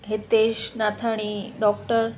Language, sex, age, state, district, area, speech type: Sindhi, female, 45-60, Gujarat, Kutch, urban, spontaneous